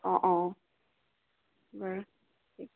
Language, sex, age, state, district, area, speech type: Assamese, female, 30-45, Assam, Nagaon, rural, conversation